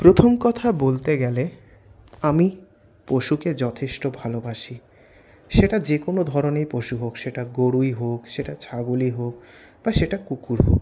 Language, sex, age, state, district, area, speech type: Bengali, male, 18-30, West Bengal, Paschim Bardhaman, urban, spontaneous